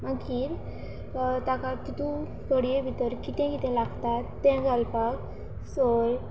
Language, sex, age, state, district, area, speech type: Goan Konkani, female, 18-30, Goa, Quepem, rural, spontaneous